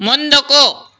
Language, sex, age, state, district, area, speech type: Telugu, male, 18-30, Andhra Pradesh, Vizianagaram, urban, read